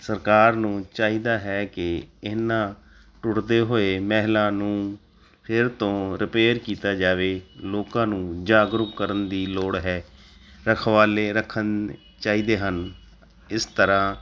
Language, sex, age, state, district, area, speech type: Punjabi, male, 45-60, Punjab, Tarn Taran, urban, spontaneous